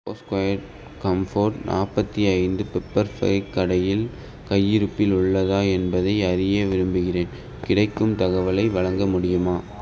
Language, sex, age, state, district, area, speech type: Tamil, male, 18-30, Tamil Nadu, Perambalur, rural, read